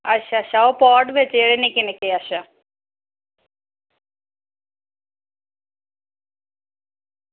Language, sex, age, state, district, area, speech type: Dogri, female, 30-45, Jammu and Kashmir, Reasi, rural, conversation